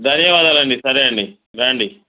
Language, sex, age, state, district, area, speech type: Telugu, male, 30-45, Telangana, Mancherial, rural, conversation